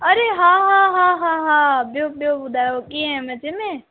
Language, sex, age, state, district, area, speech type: Sindhi, female, 18-30, Rajasthan, Ajmer, urban, conversation